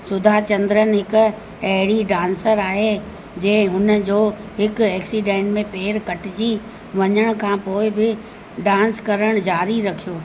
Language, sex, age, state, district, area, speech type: Sindhi, female, 60+, Uttar Pradesh, Lucknow, urban, spontaneous